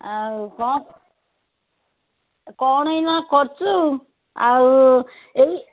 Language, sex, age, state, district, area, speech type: Odia, female, 60+, Odisha, Kendujhar, urban, conversation